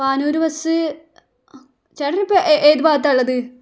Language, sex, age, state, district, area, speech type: Malayalam, female, 18-30, Kerala, Kannur, rural, spontaneous